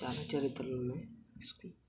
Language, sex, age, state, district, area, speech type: Telugu, male, 30-45, Andhra Pradesh, Kadapa, rural, spontaneous